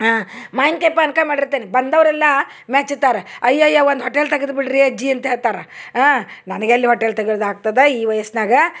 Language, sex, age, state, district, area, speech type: Kannada, female, 60+, Karnataka, Dharwad, rural, spontaneous